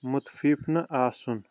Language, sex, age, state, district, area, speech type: Kashmiri, male, 18-30, Jammu and Kashmir, Kulgam, rural, read